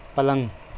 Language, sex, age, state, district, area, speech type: Urdu, male, 45-60, Delhi, Central Delhi, urban, read